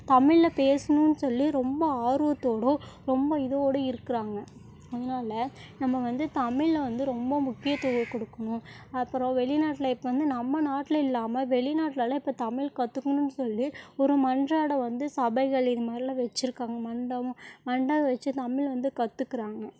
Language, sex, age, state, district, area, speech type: Tamil, female, 18-30, Tamil Nadu, Namakkal, rural, spontaneous